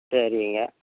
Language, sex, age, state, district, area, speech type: Tamil, male, 60+, Tamil Nadu, Erode, rural, conversation